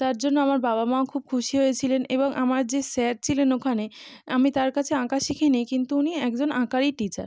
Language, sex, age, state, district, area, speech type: Bengali, female, 18-30, West Bengal, North 24 Parganas, urban, spontaneous